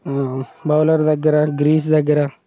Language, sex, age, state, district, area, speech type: Telugu, male, 18-30, Telangana, Mancherial, rural, spontaneous